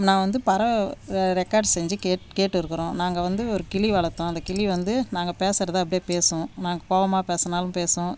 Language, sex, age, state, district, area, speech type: Tamil, female, 60+, Tamil Nadu, Tiruvannamalai, rural, spontaneous